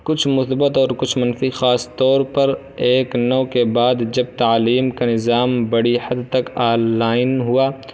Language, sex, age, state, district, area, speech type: Urdu, male, 18-30, Uttar Pradesh, Balrampur, rural, spontaneous